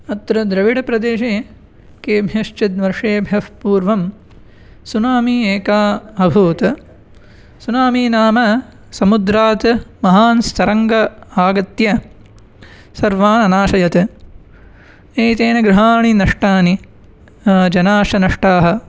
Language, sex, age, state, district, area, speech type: Sanskrit, male, 18-30, Tamil Nadu, Chennai, urban, spontaneous